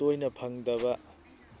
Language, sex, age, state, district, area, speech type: Manipuri, male, 45-60, Manipur, Thoubal, rural, spontaneous